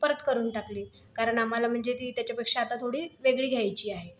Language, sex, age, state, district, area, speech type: Marathi, female, 30-45, Maharashtra, Buldhana, urban, spontaneous